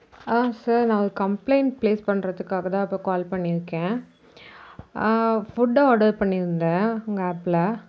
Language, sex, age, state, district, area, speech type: Tamil, female, 30-45, Tamil Nadu, Mayiladuthurai, rural, spontaneous